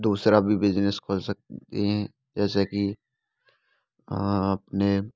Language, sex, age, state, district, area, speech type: Hindi, male, 18-30, Rajasthan, Bharatpur, rural, spontaneous